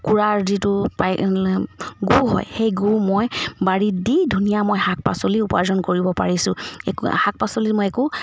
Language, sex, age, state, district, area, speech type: Assamese, female, 30-45, Assam, Charaideo, rural, spontaneous